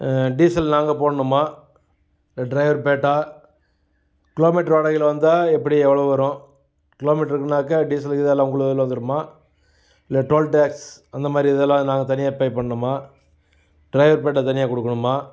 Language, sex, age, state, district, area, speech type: Tamil, male, 45-60, Tamil Nadu, Namakkal, rural, spontaneous